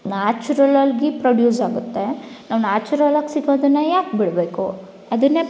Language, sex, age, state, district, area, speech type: Kannada, female, 18-30, Karnataka, Bangalore Rural, rural, spontaneous